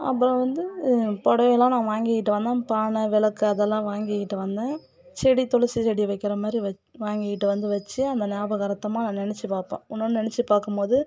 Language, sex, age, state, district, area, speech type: Tamil, female, 45-60, Tamil Nadu, Kallakurichi, urban, spontaneous